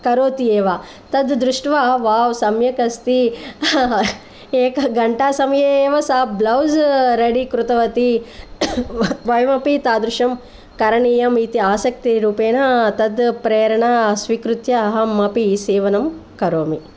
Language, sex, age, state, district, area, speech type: Sanskrit, female, 45-60, Andhra Pradesh, Guntur, urban, spontaneous